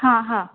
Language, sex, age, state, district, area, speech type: Marathi, female, 18-30, Maharashtra, Raigad, rural, conversation